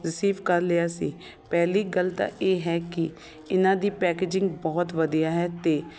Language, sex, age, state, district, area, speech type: Punjabi, female, 30-45, Punjab, Shaheed Bhagat Singh Nagar, urban, spontaneous